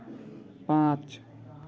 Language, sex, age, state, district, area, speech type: Hindi, male, 18-30, Bihar, Muzaffarpur, rural, read